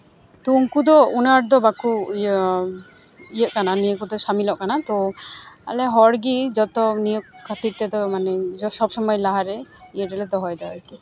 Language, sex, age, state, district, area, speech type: Santali, female, 18-30, West Bengal, Uttar Dinajpur, rural, spontaneous